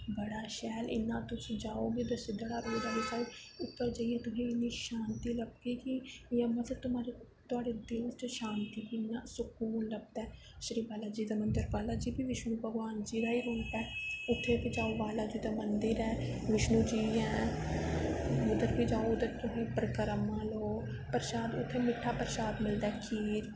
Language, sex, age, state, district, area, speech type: Dogri, female, 18-30, Jammu and Kashmir, Reasi, urban, spontaneous